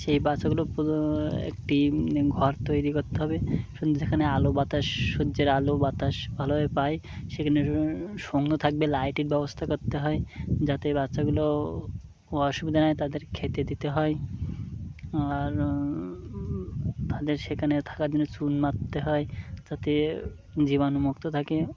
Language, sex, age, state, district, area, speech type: Bengali, male, 30-45, West Bengal, Birbhum, urban, spontaneous